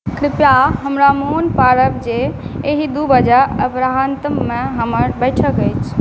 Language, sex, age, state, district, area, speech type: Maithili, female, 18-30, Bihar, Saharsa, rural, read